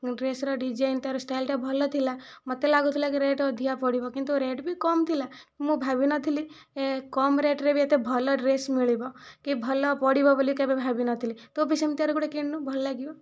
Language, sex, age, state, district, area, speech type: Odia, female, 45-60, Odisha, Kandhamal, rural, spontaneous